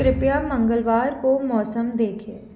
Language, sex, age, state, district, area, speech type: Hindi, female, 18-30, Madhya Pradesh, Jabalpur, urban, read